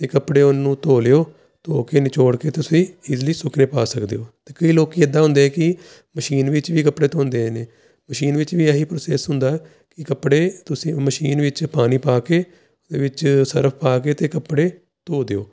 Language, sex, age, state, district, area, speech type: Punjabi, male, 30-45, Punjab, Jalandhar, urban, spontaneous